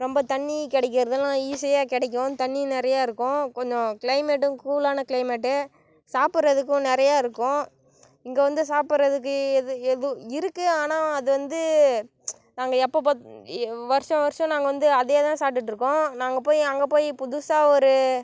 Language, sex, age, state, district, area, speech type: Tamil, male, 18-30, Tamil Nadu, Cuddalore, rural, spontaneous